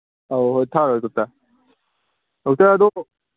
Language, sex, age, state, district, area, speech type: Manipuri, male, 18-30, Manipur, Kangpokpi, urban, conversation